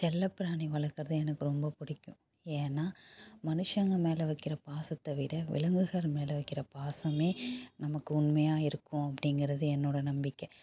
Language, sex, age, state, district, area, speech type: Tamil, female, 30-45, Tamil Nadu, Mayiladuthurai, urban, spontaneous